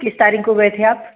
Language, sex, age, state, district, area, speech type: Hindi, male, 18-30, Madhya Pradesh, Bhopal, urban, conversation